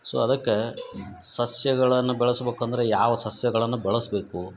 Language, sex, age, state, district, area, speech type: Kannada, male, 45-60, Karnataka, Dharwad, rural, spontaneous